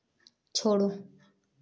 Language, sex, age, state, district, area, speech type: Hindi, female, 18-30, Madhya Pradesh, Ujjain, rural, read